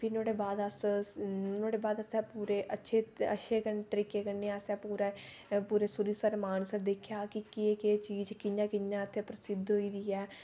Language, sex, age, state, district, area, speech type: Dogri, female, 18-30, Jammu and Kashmir, Reasi, rural, spontaneous